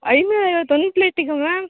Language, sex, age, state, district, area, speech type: Kannada, female, 18-30, Karnataka, Kodagu, rural, conversation